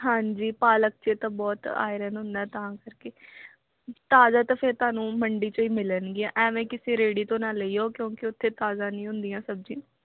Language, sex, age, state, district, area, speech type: Punjabi, female, 18-30, Punjab, Faridkot, urban, conversation